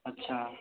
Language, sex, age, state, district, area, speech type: Hindi, male, 60+, Madhya Pradesh, Balaghat, rural, conversation